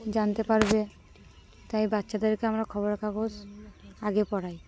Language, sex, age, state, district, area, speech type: Bengali, female, 18-30, West Bengal, Cooch Behar, urban, spontaneous